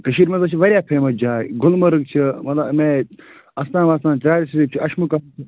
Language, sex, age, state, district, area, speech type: Kashmiri, male, 45-60, Jammu and Kashmir, Budgam, urban, conversation